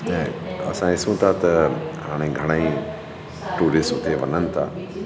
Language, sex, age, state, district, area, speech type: Sindhi, male, 45-60, Delhi, South Delhi, urban, spontaneous